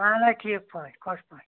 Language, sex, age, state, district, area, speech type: Kashmiri, female, 60+, Jammu and Kashmir, Anantnag, rural, conversation